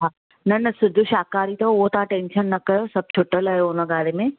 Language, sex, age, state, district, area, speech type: Sindhi, female, 30-45, Maharashtra, Thane, urban, conversation